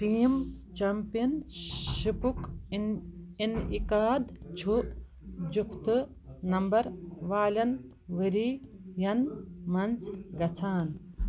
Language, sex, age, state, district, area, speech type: Kashmiri, female, 45-60, Jammu and Kashmir, Kupwara, urban, read